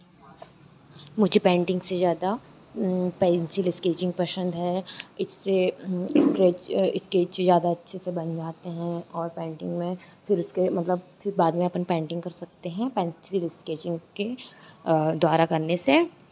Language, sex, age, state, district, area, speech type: Hindi, female, 18-30, Madhya Pradesh, Chhindwara, urban, spontaneous